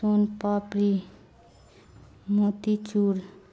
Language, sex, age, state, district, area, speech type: Urdu, female, 45-60, Bihar, Darbhanga, rural, spontaneous